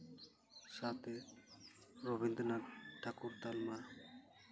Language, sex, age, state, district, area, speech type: Santali, male, 18-30, West Bengal, Paschim Bardhaman, rural, spontaneous